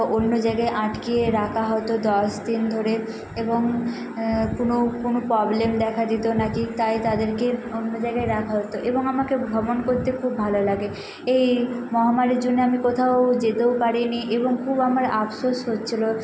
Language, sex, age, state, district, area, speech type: Bengali, female, 18-30, West Bengal, Nadia, rural, spontaneous